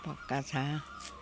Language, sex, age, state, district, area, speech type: Nepali, female, 60+, West Bengal, Jalpaiguri, urban, spontaneous